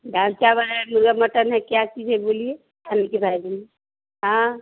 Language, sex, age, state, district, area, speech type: Hindi, female, 45-60, Bihar, Vaishali, rural, conversation